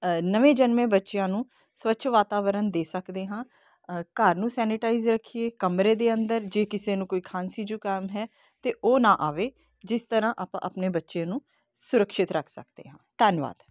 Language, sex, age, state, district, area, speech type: Punjabi, female, 30-45, Punjab, Kapurthala, urban, spontaneous